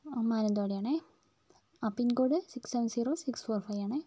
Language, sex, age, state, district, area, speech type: Malayalam, female, 45-60, Kerala, Wayanad, rural, spontaneous